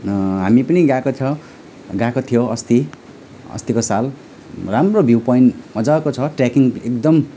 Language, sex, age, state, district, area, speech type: Nepali, male, 30-45, West Bengal, Alipurduar, urban, spontaneous